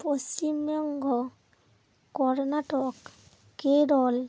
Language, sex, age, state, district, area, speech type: Bengali, female, 30-45, West Bengal, Hooghly, urban, spontaneous